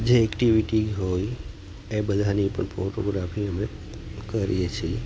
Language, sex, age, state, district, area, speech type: Gujarati, male, 45-60, Gujarat, Junagadh, rural, spontaneous